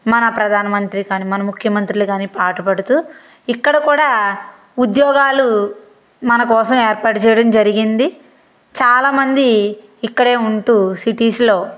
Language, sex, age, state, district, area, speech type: Telugu, female, 18-30, Andhra Pradesh, Palnadu, urban, spontaneous